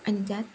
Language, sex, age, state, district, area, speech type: Marathi, female, 18-30, Maharashtra, Sindhudurg, rural, spontaneous